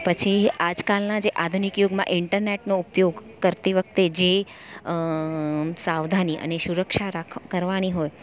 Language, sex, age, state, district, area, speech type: Gujarati, female, 30-45, Gujarat, Valsad, rural, spontaneous